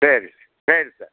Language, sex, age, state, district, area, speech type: Kannada, male, 60+, Karnataka, Mysore, urban, conversation